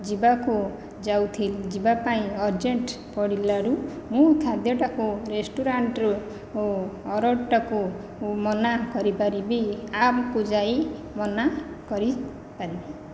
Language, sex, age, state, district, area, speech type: Odia, female, 30-45, Odisha, Khordha, rural, spontaneous